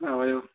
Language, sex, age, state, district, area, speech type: Kashmiri, male, 18-30, Jammu and Kashmir, Ganderbal, rural, conversation